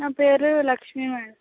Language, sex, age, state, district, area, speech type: Telugu, female, 18-30, Andhra Pradesh, Anakapalli, rural, conversation